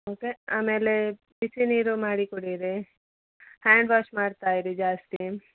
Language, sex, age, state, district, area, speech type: Kannada, female, 30-45, Karnataka, Udupi, rural, conversation